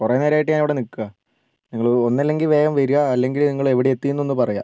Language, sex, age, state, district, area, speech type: Malayalam, male, 45-60, Kerala, Wayanad, rural, spontaneous